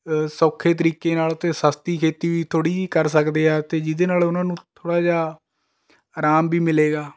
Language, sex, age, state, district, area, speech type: Punjabi, male, 18-30, Punjab, Rupnagar, rural, spontaneous